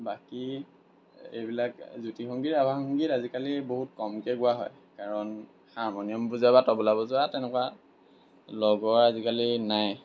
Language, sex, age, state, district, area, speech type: Assamese, male, 18-30, Assam, Lakhimpur, rural, spontaneous